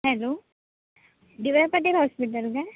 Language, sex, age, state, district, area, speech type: Marathi, female, 18-30, Maharashtra, Sindhudurg, rural, conversation